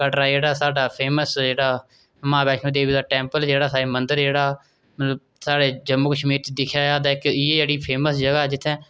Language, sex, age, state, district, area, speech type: Dogri, male, 30-45, Jammu and Kashmir, Udhampur, rural, spontaneous